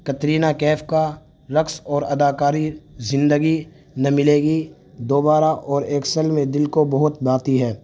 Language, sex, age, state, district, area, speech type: Urdu, male, 18-30, Uttar Pradesh, Saharanpur, urban, spontaneous